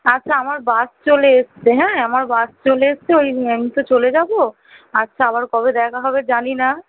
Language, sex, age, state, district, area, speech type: Bengali, female, 18-30, West Bengal, Kolkata, urban, conversation